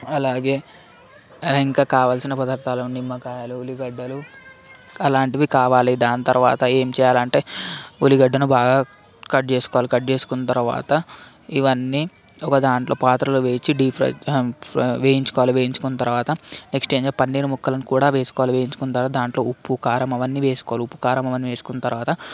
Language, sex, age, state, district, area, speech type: Telugu, male, 18-30, Telangana, Vikarabad, urban, spontaneous